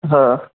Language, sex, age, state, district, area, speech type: Marathi, male, 30-45, Maharashtra, Beed, rural, conversation